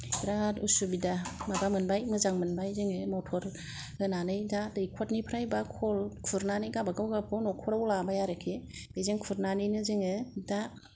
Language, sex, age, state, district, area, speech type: Bodo, female, 45-60, Assam, Kokrajhar, rural, spontaneous